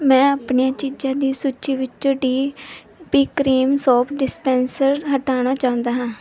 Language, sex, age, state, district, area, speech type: Punjabi, female, 18-30, Punjab, Mansa, urban, read